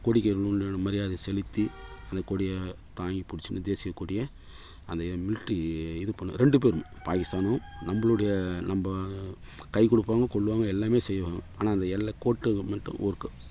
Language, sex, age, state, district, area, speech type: Tamil, male, 45-60, Tamil Nadu, Kallakurichi, rural, spontaneous